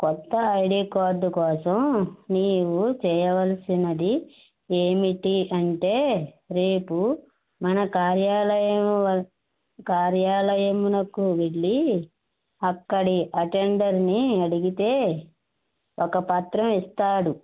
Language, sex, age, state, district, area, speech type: Telugu, female, 60+, Andhra Pradesh, West Godavari, rural, conversation